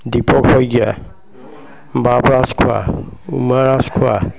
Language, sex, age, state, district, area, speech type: Assamese, male, 30-45, Assam, Majuli, urban, spontaneous